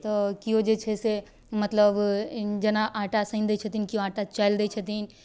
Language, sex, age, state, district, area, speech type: Maithili, female, 18-30, Bihar, Darbhanga, rural, spontaneous